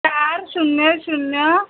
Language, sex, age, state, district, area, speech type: Marathi, female, 45-60, Maharashtra, Thane, urban, conversation